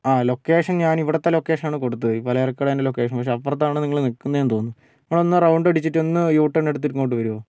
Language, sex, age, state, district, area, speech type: Malayalam, male, 45-60, Kerala, Wayanad, rural, spontaneous